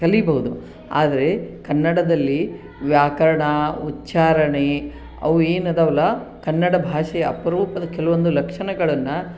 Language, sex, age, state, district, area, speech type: Kannada, female, 60+, Karnataka, Koppal, rural, spontaneous